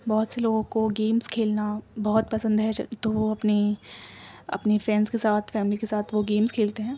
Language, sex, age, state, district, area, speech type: Urdu, female, 18-30, Delhi, East Delhi, urban, spontaneous